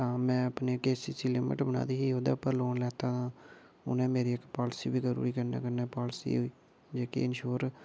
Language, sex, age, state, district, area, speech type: Dogri, male, 30-45, Jammu and Kashmir, Udhampur, urban, spontaneous